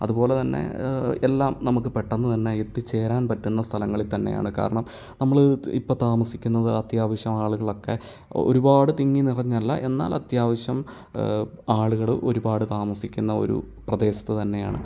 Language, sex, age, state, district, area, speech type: Malayalam, male, 30-45, Kerala, Kottayam, rural, spontaneous